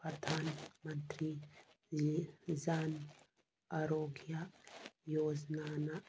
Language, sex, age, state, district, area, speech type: Manipuri, female, 45-60, Manipur, Churachandpur, urban, read